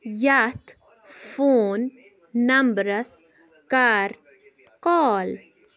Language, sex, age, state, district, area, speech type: Kashmiri, female, 18-30, Jammu and Kashmir, Kupwara, rural, read